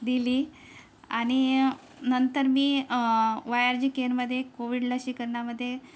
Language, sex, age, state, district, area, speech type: Marathi, female, 30-45, Maharashtra, Yavatmal, rural, spontaneous